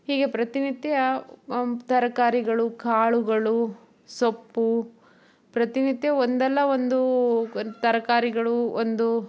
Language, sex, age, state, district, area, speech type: Kannada, female, 30-45, Karnataka, Shimoga, rural, spontaneous